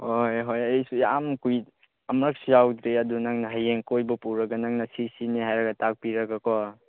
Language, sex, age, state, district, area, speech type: Manipuri, male, 18-30, Manipur, Chandel, rural, conversation